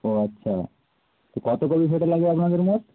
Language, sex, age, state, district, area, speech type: Bengali, male, 30-45, West Bengal, Nadia, rural, conversation